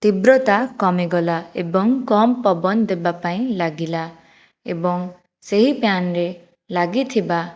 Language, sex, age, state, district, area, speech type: Odia, female, 45-60, Odisha, Jajpur, rural, spontaneous